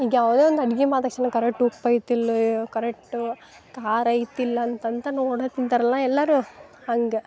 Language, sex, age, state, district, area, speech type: Kannada, female, 18-30, Karnataka, Dharwad, urban, spontaneous